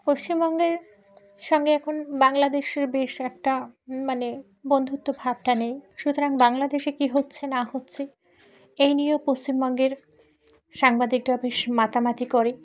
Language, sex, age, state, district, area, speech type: Bengali, female, 18-30, West Bengal, Dakshin Dinajpur, urban, spontaneous